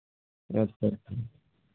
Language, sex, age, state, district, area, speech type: Hindi, male, 18-30, Madhya Pradesh, Balaghat, rural, conversation